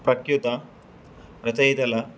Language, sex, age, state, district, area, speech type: Telugu, male, 18-30, Telangana, Suryapet, urban, spontaneous